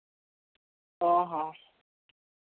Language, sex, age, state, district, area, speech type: Santali, male, 18-30, Jharkhand, Seraikela Kharsawan, rural, conversation